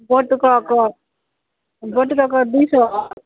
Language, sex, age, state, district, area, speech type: Nepali, female, 45-60, West Bengal, Alipurduar, rural, conversation